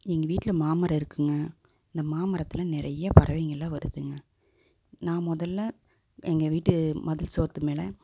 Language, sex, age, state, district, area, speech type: Tamil, female, 30-45, Tamil Nadu, Coimbatore, urban, spontaneous